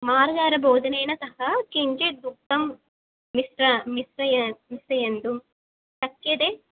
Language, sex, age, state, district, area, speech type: Sanskrit, female, 18-30, Kerala, Thrissur, urban, conversation